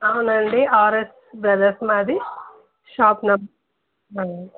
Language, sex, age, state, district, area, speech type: Telugu, female, 45-60, Andhra Pradesh, Anantapur, urban, conversation